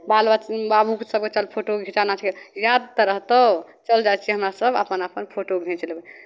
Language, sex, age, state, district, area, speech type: Maithili, female, 18-30, Bihar, Madhepura, rural, spontaneous